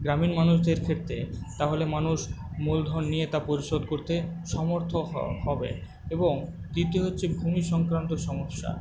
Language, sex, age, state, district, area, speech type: Bengali, male, 45-60, West Bengal, Paschim Medinipur, rural, spontaneous